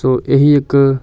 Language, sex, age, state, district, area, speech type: Punjabi, male, 18-30, Punjab, Amritsar, urban, spontaneous